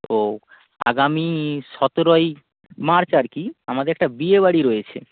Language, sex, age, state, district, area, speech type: Bengali, male, 18-30, West Bengal, North 24 Parganas, rural, conversation